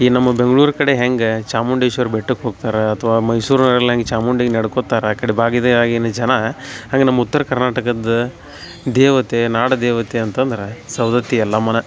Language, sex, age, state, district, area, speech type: Kannada, male, 30-45, Karnataka, Dharwad, rural, spontaneous